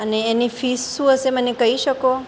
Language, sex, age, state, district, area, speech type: Gujarati, female, 30-45, Gujarat, Ahmedabad, urban, spontaneous